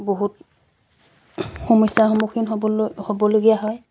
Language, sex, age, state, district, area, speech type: Assamese, female, 30-45, Assam, Dibrugarh, rural, spontaneous